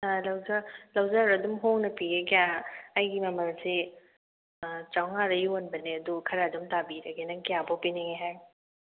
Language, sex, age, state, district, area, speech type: Manipuri, female, 18-30, Manipur, Thoubal, rural, conversation